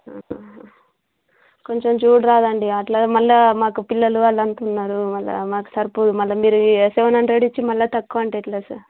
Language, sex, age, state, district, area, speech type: Telugu, female, 30-45, Telangana, Warangal, rural, conversation